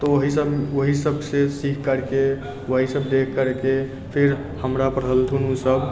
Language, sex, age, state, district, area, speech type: Maithili, male, 18-30, Bihar, Sitamarhi, rural, spontaneous